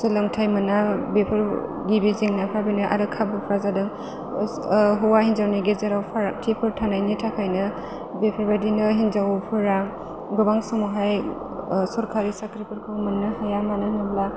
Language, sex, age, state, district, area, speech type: Bodo, female, 30-45, Assam, Chirang, urban, spontaneous